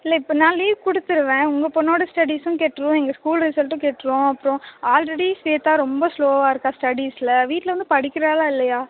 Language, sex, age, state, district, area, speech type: Tamil, female, 18-30, Tamil Nadu, Karur, rural, conversation